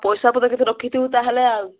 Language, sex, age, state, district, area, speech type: Odia, female, 45-60, Odisha, Kandhamal, rural, conversation